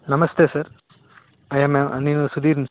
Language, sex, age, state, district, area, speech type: Telugu, male, 18-30, Andhra Pradesh, Vizianagaram, rural, conversation